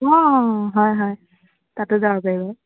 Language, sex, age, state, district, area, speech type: Assamese, female, 18-30, Assam, Sonitpur, rural, conversation